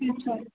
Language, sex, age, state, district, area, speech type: Marathi, female, 18-30, Maharashtra, Mumbai Suburban, urban, conversation